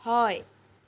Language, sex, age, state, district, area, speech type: Assamese, female, 45-60, Assam, Lakhimpur, rural, read